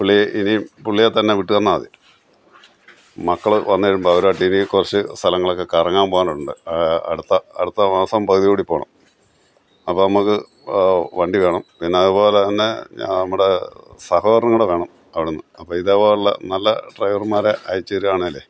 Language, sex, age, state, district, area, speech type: Malayalam, male, 60+, Kerala, Kottayam, rural, spontaneous